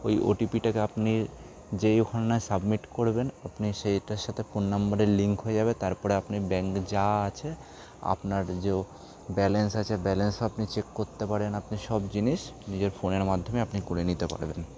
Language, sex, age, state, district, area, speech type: Bengali, male, 18-30, West Bengal, Kolkata, urban, spontaneous